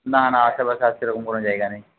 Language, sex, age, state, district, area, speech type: Bengali, male, 60+, West Bengal, Paschim Medinipur, rural, conversation